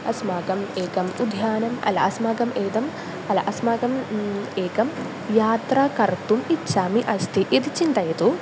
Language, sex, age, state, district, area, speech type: Sanskrit, female, 18-30, Kerala, Malappuram, rural, spontaneous